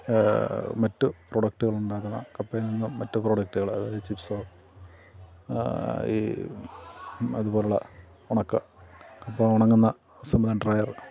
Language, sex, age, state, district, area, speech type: Malayalam, male, 45-60, Kerala, Kottayam, rural, spontaneous